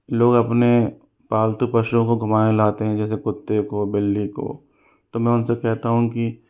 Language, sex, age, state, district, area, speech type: Hindi, male, 60+, Rajasthan, Jaipur, urban, spontaneous